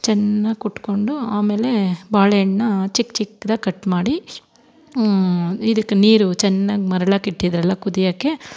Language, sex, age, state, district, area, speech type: Kannada, female, 30-45, Karnataka, Bangalore Rural, rural, spontaneous